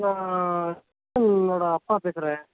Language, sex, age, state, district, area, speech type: Tamil, male, 45-60, Tamil Nadu, Tiruchirappalli, rural, conversation